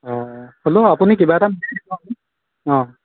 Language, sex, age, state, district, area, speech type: Assamese, male, 18-30, Assam, Morigaon, rural, conversation